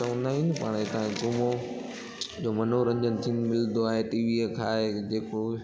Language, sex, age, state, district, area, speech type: Sindhi, male, 18-30, Gujarat, Junagadh, urban, spontaneous